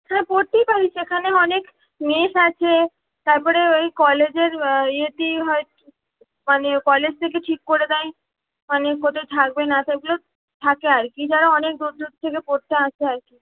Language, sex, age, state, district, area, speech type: Bengali, female, 18-30, West Bengal, Purba Bardhaman, urban, conversation